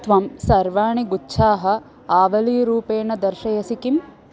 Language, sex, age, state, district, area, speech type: Sanskrit, female, 18-30, Andhra Pradesh, N T Rama Rao, urban, read